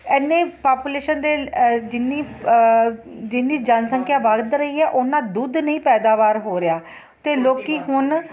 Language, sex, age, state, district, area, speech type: Punjabi, female, 45-60, Punjab, Ludhiana, urban, spontaneous